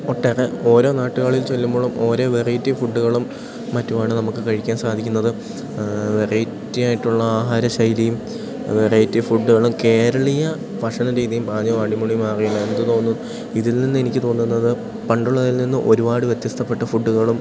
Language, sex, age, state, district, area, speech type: Malayalam, male, 18-30, Kerala, Idukki, rural, spontaneous